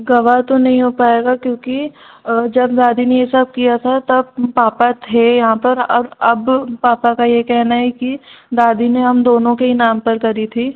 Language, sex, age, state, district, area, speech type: Hindi, female, 18-30, Madhya Pradesh, Jabalpur, urban, conversation